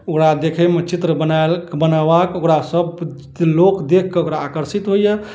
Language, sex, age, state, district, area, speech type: Maithili, male, 30-45, Bihar, Madhubani, rural, spontaneous